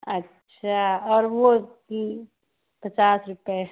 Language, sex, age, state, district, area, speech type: Hindi, female, 30-45, Uttar Pradesh, Ghazipur, rural, conversation